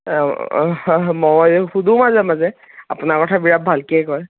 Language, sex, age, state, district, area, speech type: Assamese, male, 18-30, Assam, Kamrup Metropolitan, urban, conversation